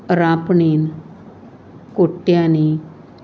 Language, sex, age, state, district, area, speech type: Goan Konkani, female, 45-60, Goa, Salcete, rural, spontaneous